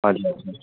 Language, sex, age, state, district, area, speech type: Nepali, male, 45-60, West Bengal, Darjeeling, rural, conversation